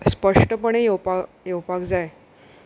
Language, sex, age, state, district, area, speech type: Goan Konkani, female, 30-45, Goa, Salcete, rural, spontaneous